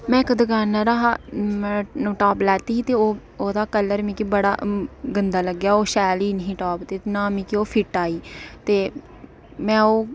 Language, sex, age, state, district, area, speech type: Dogri, female, 18-30, Jammu and Kashmir, Udhampur, rural, spontaneous